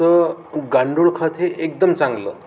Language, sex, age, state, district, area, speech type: Marathi, male, 45-60, Maharashtra, Amravati, rural, spontaneous